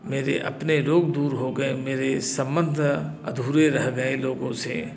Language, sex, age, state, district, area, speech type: Hindi, male, 60+, Uttar Pradesh, Bhadohi, urban, spontaneous